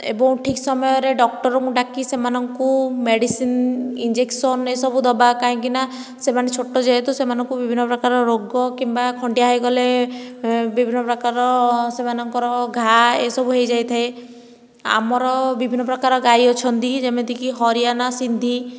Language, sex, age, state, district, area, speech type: Odia, female, 18-30, Odisha, Nayagarh, rural, spontaneous